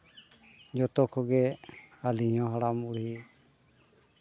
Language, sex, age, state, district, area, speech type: Santali, male, 60+, Jharkhand, East Singhbhum, rural, spontaneous